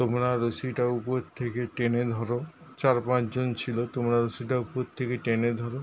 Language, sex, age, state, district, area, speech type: Bengali, male, 30-45, West Bengal, Paschim Medinipur, rural, spontaneous